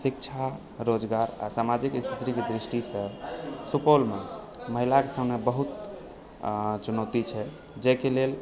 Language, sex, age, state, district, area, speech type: Maithili, male, 18-30, Bihar, Supaul, urban, spontaneous